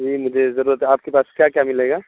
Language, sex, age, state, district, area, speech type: Urdu, male, 18-30, Bihar, Purnia, rural, conversation